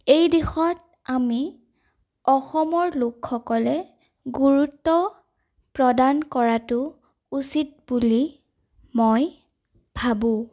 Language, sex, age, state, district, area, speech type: Assamese, female, 18-30, Assam, Sonitpur, rural, spontaneous